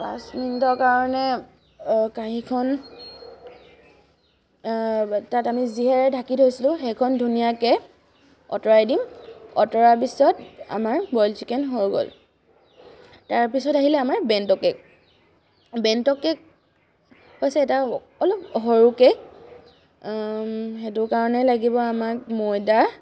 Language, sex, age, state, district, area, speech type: Assamese, female, 18-30, Assam, Charaideo, urban, spontaneous